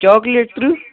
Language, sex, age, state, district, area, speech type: Kashmiri, male, 18-30, Jammu and Kashmir, Baramulla, rural, conversation